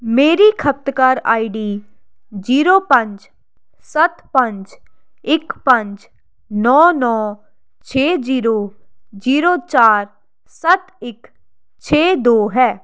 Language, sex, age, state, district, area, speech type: Punjabi, female, 18-30, Punjab, Jalandhar, urban, read